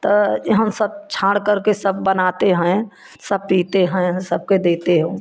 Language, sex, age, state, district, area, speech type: Hindi, female, 60+, Uttar Pradesh, Prayagraj, urban, spontaneous